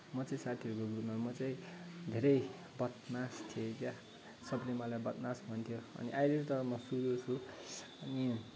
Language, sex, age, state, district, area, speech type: Nepali, male, 18-30, West Bengal, Kalimpong, rural, spontaneous